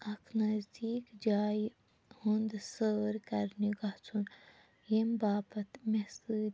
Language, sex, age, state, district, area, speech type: Kashmiri, female, 30-45, Jammu and Kashmir, Shopian, urban, spontaneous